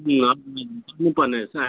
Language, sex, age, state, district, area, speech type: Nepali, male, 45-60, West Bengal, Jalpaiguri, urban, conversation